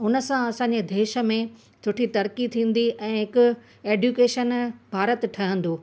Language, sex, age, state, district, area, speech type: Sindhi, female, 45-60, Gujarat, Kutch, urban, spontaneous